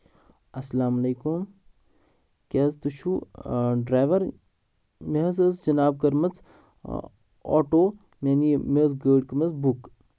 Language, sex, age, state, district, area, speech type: Kashmiri, male, 30-45, Jammu and Kashmir, Kupwara, rural, spontaneous